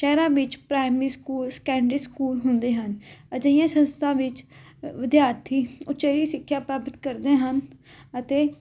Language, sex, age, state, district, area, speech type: Punjabi, female, 18-30, Punjab, Fatehgarh Sahib, rural, spontaneous